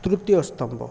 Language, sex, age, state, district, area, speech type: Odia, male, 30-45, Odisha, Kendrapara, urban, spontaneous